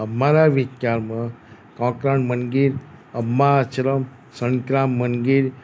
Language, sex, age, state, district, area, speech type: Gujarati, male, 60+, Gujarat, Kheda, rural, spontaneous